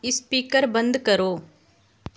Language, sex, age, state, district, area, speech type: Hindi, female, 18-30, Rajasthan, Nagaur, urban, read